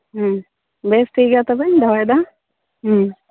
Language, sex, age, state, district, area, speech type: Santali, female, 30-45, West Bengal, Birbhum, rural, conversation